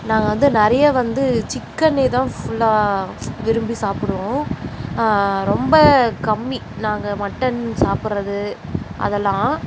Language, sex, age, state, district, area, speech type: Tamil, female, 30-45, Tamil Nadu, Nagapattinam, rural, spontaneous